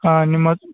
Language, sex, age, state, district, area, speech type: Kannada, male, 18-30, Karnataka, Chikkamagaluru, rural, conversation